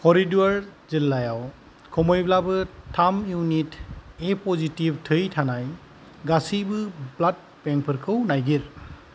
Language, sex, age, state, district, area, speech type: Bodo, male, 45-60, Assam, Kokrajhar, rural, read